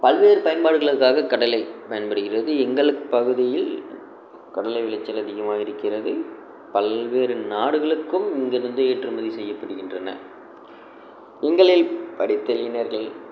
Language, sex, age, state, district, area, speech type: Tamil, male, 45-60, Tamil Nadu, Namakkal, rural, spontaneous